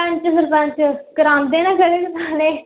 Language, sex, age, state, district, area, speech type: Dogri, female, 18-30, Jammu and Kashmir, Jammu, rural, conversation